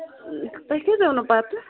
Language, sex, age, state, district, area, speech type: Kashmiri, female, 18-30, Jammu and Kashmir, Budgam, rural, conversation